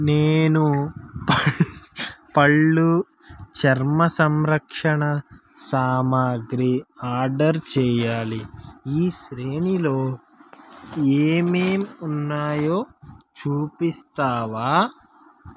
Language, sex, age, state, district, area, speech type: Telugu, male, 18-30, Andhra Pradesh, Srikakulam, urban, read